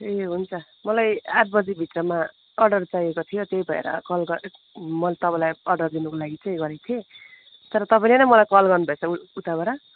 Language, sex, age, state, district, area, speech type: Nepali, female, 30-45, West Bengal, Darjeeling, urban, conversation